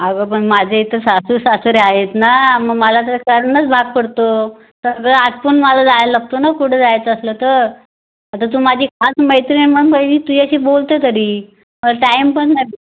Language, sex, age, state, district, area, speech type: Marathi, female, 45-60, Maharashtra, Raigad, rural, conversation